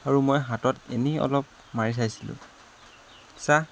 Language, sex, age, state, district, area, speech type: Assamese, male, 18-30, Assam, Jorhat, urban, spontaneous